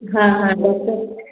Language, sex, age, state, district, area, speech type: Hindi, female, 30-45, Bihar, Samastipur, rural, conversation